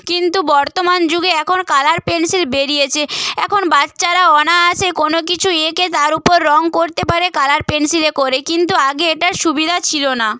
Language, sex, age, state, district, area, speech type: Bengali, female, 18-30, West Bengal, Purba Medinipur, rural, spontaneous